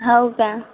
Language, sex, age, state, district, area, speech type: Marathi, female, 18-30, Maharashtra, Wardha, rural, conversation